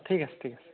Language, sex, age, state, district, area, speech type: Assamese, male, 30-45, Assam, Charaideo, rural, conversation